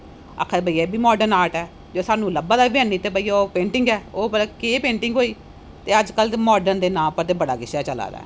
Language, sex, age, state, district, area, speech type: Dogri, female, 30-45, Jammu and Kashmir, Jammu, urban, spontaneous